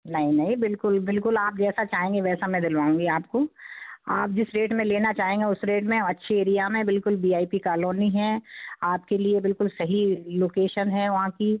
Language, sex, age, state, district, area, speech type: Hindi, female, 60+, Madhya Pradesh, Gwalior, urban, conversation